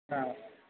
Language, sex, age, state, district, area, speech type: Tamil, male, 18-30, Tamil Nadu, Mayiladuthurai, urban, conversation